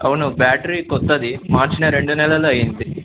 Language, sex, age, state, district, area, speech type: Telugu, male, 18-30, Telangana, Medak, rural, conversation